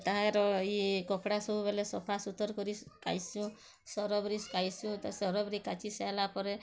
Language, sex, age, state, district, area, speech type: Odia, female, 30-45, Odisha, Bargarh, urban, spontaneous